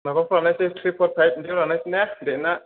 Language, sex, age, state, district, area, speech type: Bodo, male, 30-45, Assam, Chirang, rural, conversation